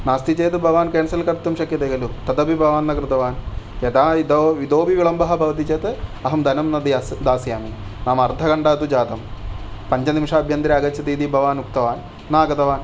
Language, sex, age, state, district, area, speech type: Sanskrit, male, 30-45, Kerala, Thrissur, urban, spontaneous